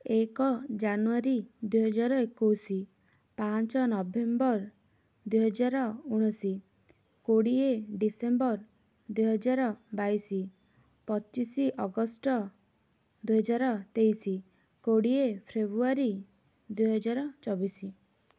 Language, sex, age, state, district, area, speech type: Odia, female, 18-30, Odisha, Ganjam, urban, spontaneous